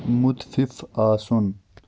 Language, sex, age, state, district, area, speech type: Kashmiri, male, 30-45, Jammu and Kashmir, Kulgam, rural, read